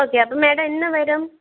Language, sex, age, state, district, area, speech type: Malayalam, female, 18-30, Kerala, Thiruvananthapuram, rural, conversation